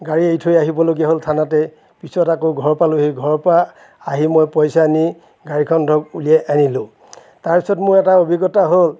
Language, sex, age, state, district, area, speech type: Assamese, male, 60+, Assam, Nagaon, rural, spontaneous